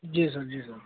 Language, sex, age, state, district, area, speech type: Hindi, male, 30-45, Uttar Pradesh, Hardoi, rural, conversation